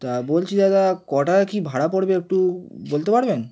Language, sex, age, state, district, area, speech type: Bengali, male, 18-30, West Bengal, Howrah, urban, spontaneous